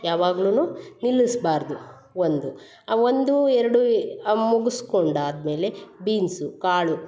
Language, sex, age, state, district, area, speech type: Kannada, female, 45-60, Karnataka, Hassan, urban, spontaneous